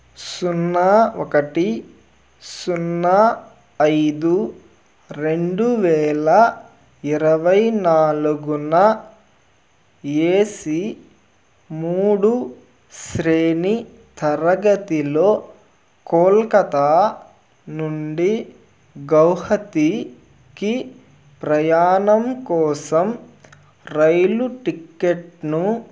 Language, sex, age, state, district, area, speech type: Telugu, male, 30-45, Andhra Pradesh, Nellore, rural, read